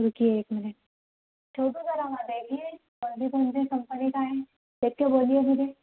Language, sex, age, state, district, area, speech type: Urdu, female, 30-45, Telangana, Hyderabad, urban, conversation